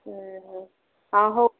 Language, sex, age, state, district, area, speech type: Odia, female, 45-60, Odisha, Gajapati, rural, conversation